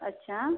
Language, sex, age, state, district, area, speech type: Marathi, female, 45-60, Maharashtra, Amravati, urban, conversation